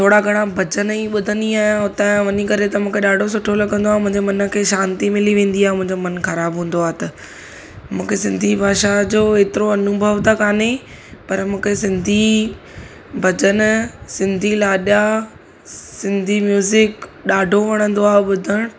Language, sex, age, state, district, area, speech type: Sindhi, female, 18-30, Gujarat, Surat, urban, spontaneous